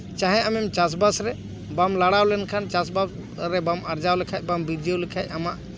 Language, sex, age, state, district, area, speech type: Santali, male, 45-60, West Bengal, Paschim Bardhaman, urban, spontaneous